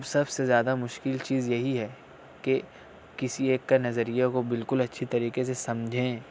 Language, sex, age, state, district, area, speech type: Urdu, male, 60+, Maharashtra, Nashik, urban, spontaneous